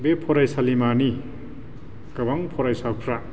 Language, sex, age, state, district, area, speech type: Bodo, male, 45-60, Assam, Baksa, urban, spontaneous